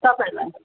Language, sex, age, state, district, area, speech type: Nepali, female, 45-60, West Bengal, Jalpaiguri, urban, conversation